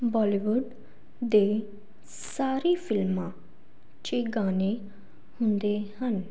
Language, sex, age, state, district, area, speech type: Punjabi, female, 18-30, Punjab, Fazilka, rural, spontaneous